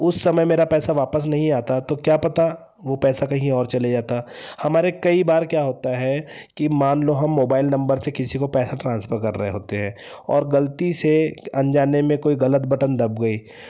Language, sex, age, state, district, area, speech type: Hindi, male, 30-45, Madhya Pradesh, Betul, urban, spontaneous